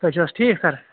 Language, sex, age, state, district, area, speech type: Kashmiri, male, 30-45, Jammu and Kashmir, Kupwara, urban, conversation